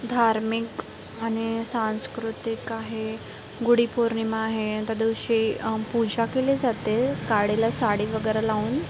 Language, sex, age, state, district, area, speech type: Marathi, female, 18-30, Maharashtra, Wardha, rural, spontaneous